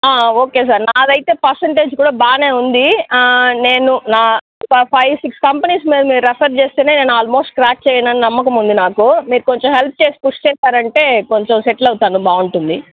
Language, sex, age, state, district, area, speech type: Telugu, female, 60+, Andhra Pradesh, Chittoor, urban, conversation